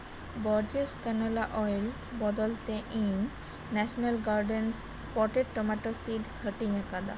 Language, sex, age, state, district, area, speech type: Santali, female, 30-45, West Bengal, Birbhum, rural, read